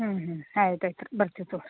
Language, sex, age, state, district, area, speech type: Kannada, female, 60+, Karnataka, Belgaum, rural, conversation